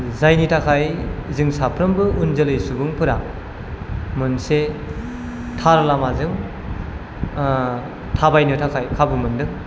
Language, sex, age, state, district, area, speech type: Bodo, male, 18-30, Assam, Chirang, rural, spontaneous